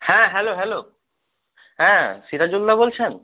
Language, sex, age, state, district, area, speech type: Bengali, male, 30-45, West Bengal, South 24 Parganas, rural, conversation